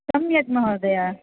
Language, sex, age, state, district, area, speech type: Sanskrit, female, 45-60, Rajasthan, Jaipur, rural, conversation